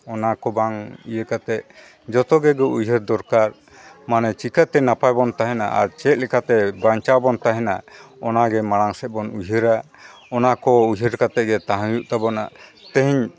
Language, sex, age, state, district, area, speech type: Santali, male, 45-60, Jharkhand, East Singhbhum, rural, spontaneous